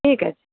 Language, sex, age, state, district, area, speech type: Bengali, female, 30-45, West Bengal, Kolkata, urban, conversation